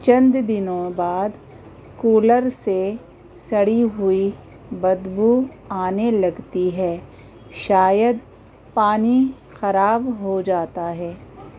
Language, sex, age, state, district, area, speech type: Urdu, female, 45-60, Delhi, North East Delhi, urban, spontaneous